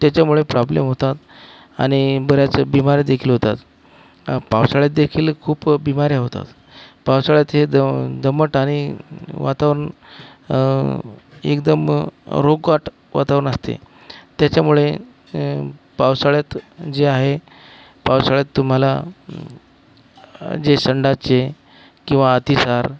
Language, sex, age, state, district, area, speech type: Marathi, male, 45-60, Maharashtra, Akola, rural, spontaneous